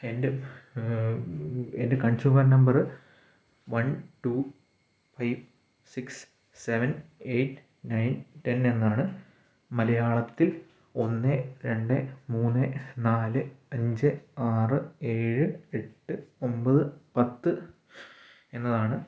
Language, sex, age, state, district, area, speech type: Malayalam, male, 18-30, Kerala, Kottayam, rural, spontaneous